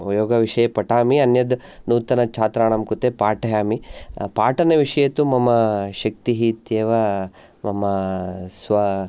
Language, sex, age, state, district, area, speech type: Sanskrit, male, 30-45, Karnataka, Chikkamagaluru, urban, spontaneous